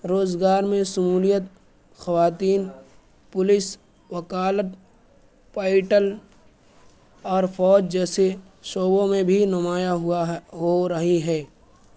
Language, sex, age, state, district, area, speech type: Urdu, male, 18-30, Uttar Pradesh, Balrampur, rural, spontaneous